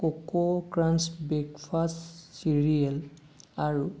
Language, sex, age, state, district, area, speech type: Assamese, male, 18-30, Assam, Lakhimpur, rural, read